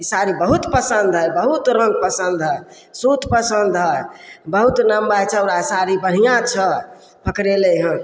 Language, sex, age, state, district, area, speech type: Maithili, female, 60+, Bihar, Samastipur, rural, spontaneous